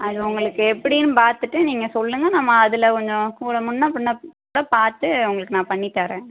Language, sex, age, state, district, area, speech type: Tamil, female, 30-45, Tamil Nadu, Madurai, urban, conversation